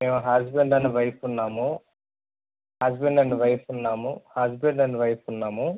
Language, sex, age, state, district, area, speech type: Telugu, male, 30-45, Andhra Pradesh, Sri Balaji, urban, conversation